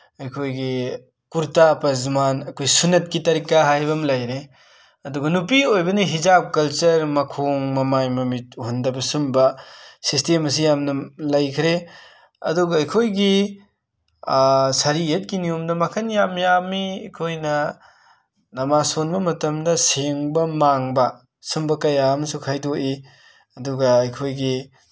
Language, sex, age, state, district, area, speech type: Manipuri, male, 18-30, Manipur, Imphal West, rural, spontaneous